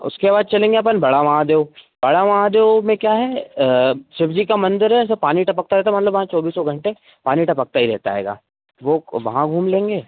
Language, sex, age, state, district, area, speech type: Hindi, male, 18-30, Madhya Pradesh, Seoni, urban, conversation